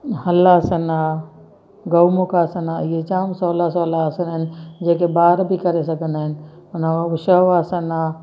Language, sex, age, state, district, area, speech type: Sindhi, female, 45-60, Gujarat, Kutch, rural, spontaneous